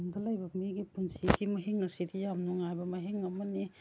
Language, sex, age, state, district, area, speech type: Manipuri, female, 45-60, Manipur, Imphal East, rural, spontaneous